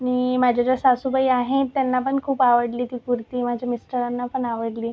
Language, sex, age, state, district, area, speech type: Marathi, female, 18-30, Maharashtra, Buldhana, rural, spontaneous